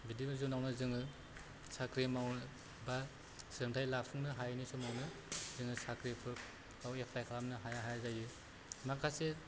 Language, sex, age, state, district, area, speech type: Bodo, male, 30-45, Assam, Kokrajhar, rural, spontaneous